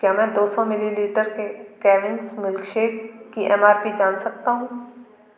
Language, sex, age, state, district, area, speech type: Hindi, female, 60+, Madhya Pradesh, Gwalior, rural, read